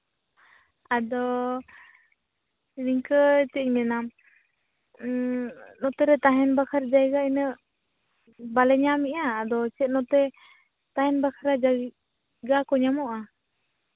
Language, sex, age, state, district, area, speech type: Santali, female, 18-30, Jharkhand, Seraikela Kharsawan, rural, conversation